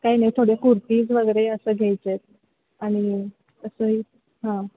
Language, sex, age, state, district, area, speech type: Marathi, female, 18-30, Maharashtra, Sangli, rural, conversation